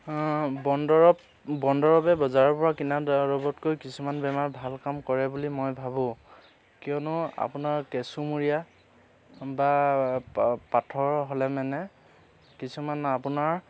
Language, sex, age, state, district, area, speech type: Assamese, male, 30-45, Assam, Dhemaji, urban, spontaneous